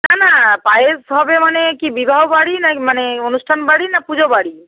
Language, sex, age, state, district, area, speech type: Bengali, female, 18-30, West Bengal, North 24 Parganas, rural, conversation